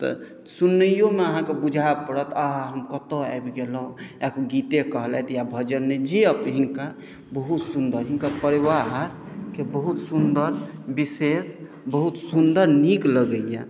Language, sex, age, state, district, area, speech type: Maithili, male, 30-45, Bihar, Madhubani, rural, spontaneous